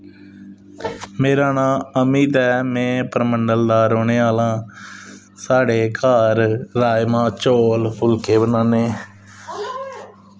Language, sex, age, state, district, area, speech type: Dogri, male, 30-45, Jammu and Kashmir, Samba, rural, spontaneous